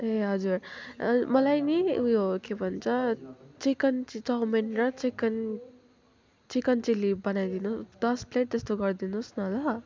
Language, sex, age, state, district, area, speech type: Nepali, female, 18-30, West Bengal, Kalimpong, rural, spontaneous